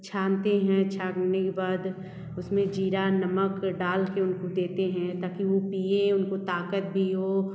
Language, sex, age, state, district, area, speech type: Hindi, female, 30-45, Uttar Pradesh, Bhadohi, urban, spontaneous